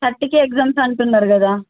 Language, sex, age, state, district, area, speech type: Telugu, female, 18-30, Telangana, Mahbubnagar, urban, conversation